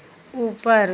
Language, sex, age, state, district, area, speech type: Hindi, female, 60+, Uttar Pradesh, Pratapgarh, rural, read